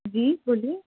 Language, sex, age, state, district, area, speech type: Hindi, female, 18-30, Uttar Pradesh, Bhadohi, urban, conversation